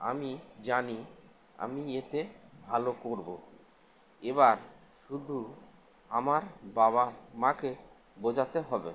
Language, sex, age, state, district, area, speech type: Bengali, male, 60+, West Bengal, Howrah, urban, read